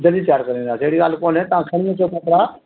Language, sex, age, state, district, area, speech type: Sindhi, male, 60+, Delhi, South Delhi, rural, conversation